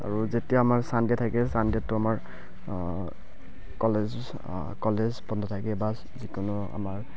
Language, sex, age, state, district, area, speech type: Assamese, male, 18-30, Assam, Barpeta, rural, spontaneous